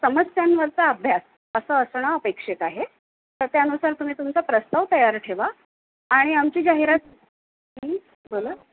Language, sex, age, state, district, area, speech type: Marathi, female, 45-60, Maharashtra, Nanded, urban, conversation